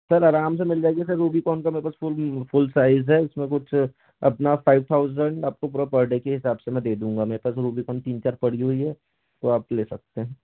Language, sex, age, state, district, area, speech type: Hindi, male, 18-30, Madhya Pradesh, Balaghat, rural, conversation